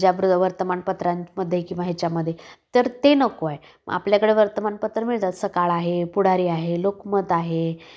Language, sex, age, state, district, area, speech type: Marathi, female, 30-45, Maharashtra, Kolhapur, urban, spontaneous